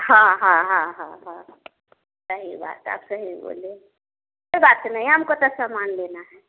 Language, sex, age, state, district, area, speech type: Hindi, female, 30-45, Bihar, Samastipur, rural, conversation